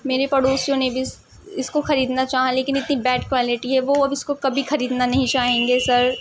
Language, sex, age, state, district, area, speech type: Urdu, female, 18-30, Delhi, Central Delhi, urban, spontaneous